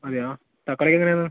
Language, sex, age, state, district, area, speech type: Malayalam, male, 18-30, Kerala, Kasaragod, rural, conversation